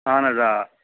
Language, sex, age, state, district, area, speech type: Kashmiri, male, 45-60, Jammu and Kashmir, Bandipora, rural, conversation